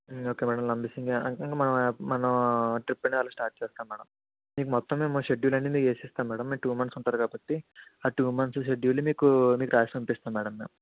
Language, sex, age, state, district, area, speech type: Telugu, male, 60+, Andhra Pradesh, Kakinada, urban, conversation